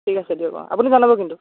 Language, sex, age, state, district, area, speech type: Assamese, male, 18-30, Assam, Dhemaji, rural, conversation